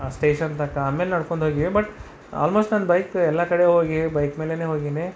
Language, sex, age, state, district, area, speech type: Kannada, male, 30-45, Karnataka, Bidar, urban, spontaneous